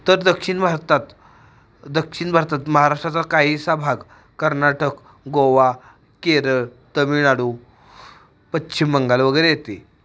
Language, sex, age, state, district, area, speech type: Marathi, male, 18-30, Maharashtra, Satara, urban, spontaneous